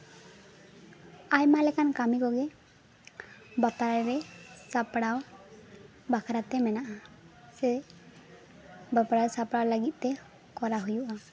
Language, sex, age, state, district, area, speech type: Santali, female, 18-30, West Bengal, Jhargram, rural, spontaneous